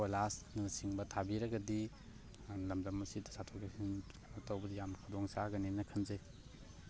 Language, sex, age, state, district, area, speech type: Manipuri, male, 30-45, Manipur, Thoubal, rural, spontaneous